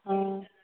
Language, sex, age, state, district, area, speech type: Tamil, female, 30-45, Tamil Nadu, Kallakurichi, rural, conversation